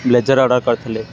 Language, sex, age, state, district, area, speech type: Odia, male, 18-30, Odisha, Ganjam, urban, spontaneous